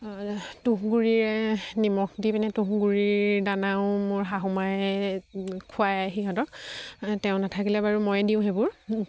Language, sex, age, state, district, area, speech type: Assamese, female, 18-30, Assam, Sivasagar, rural, spontaneous